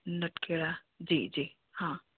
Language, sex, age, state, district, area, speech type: Sindhi, female, 45-60, Uttar Pradesh, Lucknow, urban, conversation